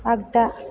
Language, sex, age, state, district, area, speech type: Bodo, female, 18-30, Assam, Chirang, urban, read